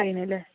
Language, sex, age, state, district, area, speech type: Malayalam, female, 30-45, Kerala, Palakkad, urban, conversation